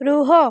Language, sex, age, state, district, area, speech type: Odia, female, 18-30, Odisha, Rayagada, rural, read